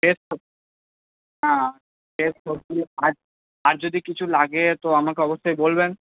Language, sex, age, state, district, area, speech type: Bengali, male, 18-30, West Bengal, Purba Bardhaman, urban, conversation